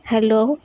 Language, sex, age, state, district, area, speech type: Assamese, female, 18-30, Assam, Sonitpur, rural, spontaneous